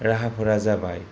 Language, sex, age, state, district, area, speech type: Bodo, male, 30-45, Assam, Kokrajhar, rural, spontaneous